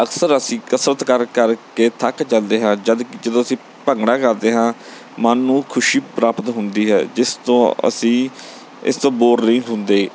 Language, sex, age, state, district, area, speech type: Punjabi, male, 30-45, Punjab, Bathinda, urban, spontaneous